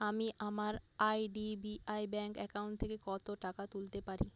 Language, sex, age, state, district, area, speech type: Bengali, female, 30-45, West Bengal, Bankura, urban, read